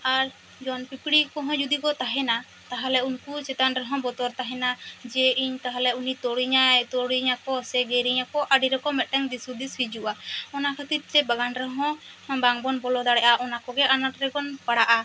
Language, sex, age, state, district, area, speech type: Santali, female, 18-30, West Bengal, Bankura, rural, spontaneous